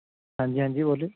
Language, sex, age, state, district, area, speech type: Punjabi, male, 18-30, Punjab, Shaheed Bhagat Singh Nagar, rural, conversation